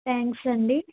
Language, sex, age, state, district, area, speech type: Telugu, female, 30-45, Andhra Pradesh, Kakinada, rural, conversation